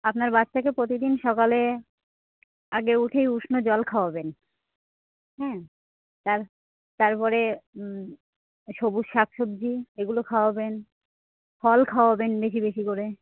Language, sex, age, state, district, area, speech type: Bengali, female, 30-45, West Bengal, Cooch Behar, urban, conversation